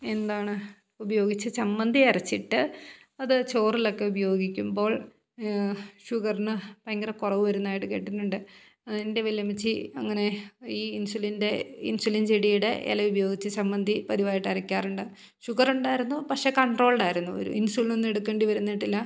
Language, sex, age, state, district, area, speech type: Malayalam, female, 30-45, Kerala, Idukki, rural, spontaneous